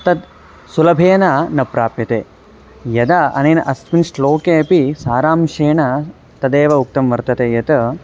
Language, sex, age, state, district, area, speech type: Sanskrit, male, 18-30, Karnataka, Mandya, rural, spontaneous